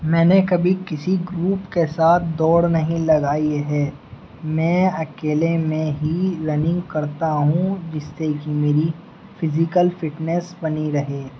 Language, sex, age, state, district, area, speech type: Urdu, male, 18-30, Uttar Pradesh, Muzaffarnagar, rural, spontaneous